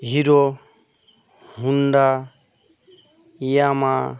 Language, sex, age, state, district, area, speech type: Bengali, male, 18-30, West Bengal, Birbhum, urban, spontaneous